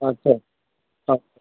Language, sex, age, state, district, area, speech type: Bodo, male, 60+, Assam, Udalguri, urban, conversation